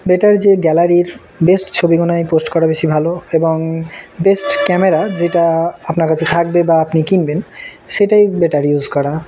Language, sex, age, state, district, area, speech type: Bengali, male, 18-30, West Bengal, Murshidabad, urban, spontaneous